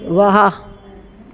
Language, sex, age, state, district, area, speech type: Sindhi, female, 60+, Delhi, South Delhi, urban, read